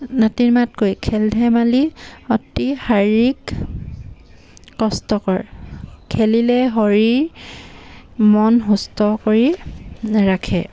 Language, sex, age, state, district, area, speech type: Assamese, female, 45-60, Assam, Dibrugarh, rural, spontaneous